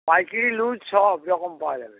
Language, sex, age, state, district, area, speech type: Bengali, male, 45-60, West Bengal, North 24 Parganas, urban, conversation